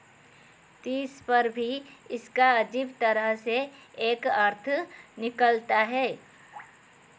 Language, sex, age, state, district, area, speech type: Hindi, female, 45-60, Madhya Pradesh, Chhindwara, rural, read